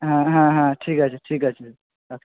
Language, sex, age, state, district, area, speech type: Bengali, male, 18-30, West Bengal, Jhargram, rural, conversation